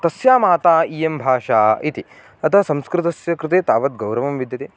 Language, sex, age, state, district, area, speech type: Sanskrit, male, 18-30, Maharashtra, Kolhapur, rural, spontaneous